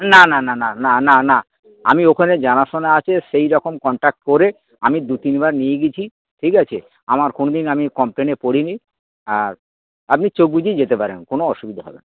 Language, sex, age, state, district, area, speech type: Bengali, male, 60+, West Bengal, Dakshin Dinajpur, rural, conversation